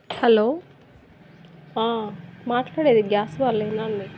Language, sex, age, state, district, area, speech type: Telugu, female, 30-45, Telangana, Warangal, rural, spontaneous